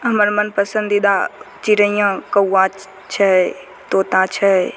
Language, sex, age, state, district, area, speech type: Maithili, female, 18-30, Bihar, Begusarai, urban, spontaneous